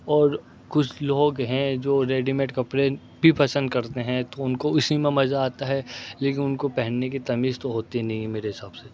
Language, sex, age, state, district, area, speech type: Urdu, male, 18-30, Delhi, North West Delhi, urban, spontaneous